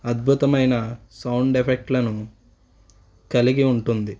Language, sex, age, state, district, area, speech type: Telugu, male, 30-45, Andhra Pradesh, Eluru, rural, spontaneous